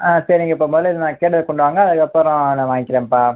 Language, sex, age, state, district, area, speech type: Tamil, male, 30-45, Tamil Nadu, Ariyalur, rural, conversation